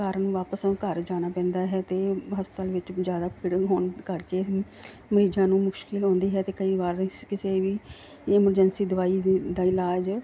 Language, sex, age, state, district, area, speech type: Punjabi, female, 30-45, Punjab, Mansa, urban, spontaneous